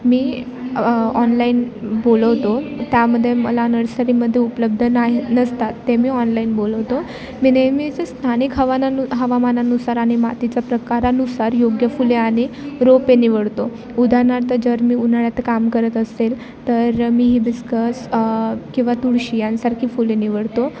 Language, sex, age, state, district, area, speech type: Marathi, female, 18-30, Maharashtra, Bhandara, rural, spontaneous